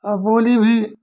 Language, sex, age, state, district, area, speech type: Hindi, male, 60+, Uttar Pradesh, Azamgarh, urban, spontaneous